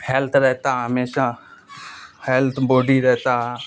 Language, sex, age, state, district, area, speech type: Urdu, male, 45-60, Bihar, Supaul, rural, spontaneous